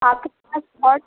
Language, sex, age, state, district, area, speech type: Hindi, female, 30-45, Uttar Pradesh, Jaunpur, rural, conversation